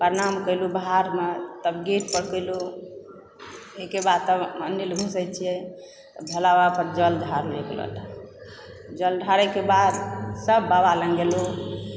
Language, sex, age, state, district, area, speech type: Maithili, female, 30-45, Bihar, Supaul, rural, spontaneous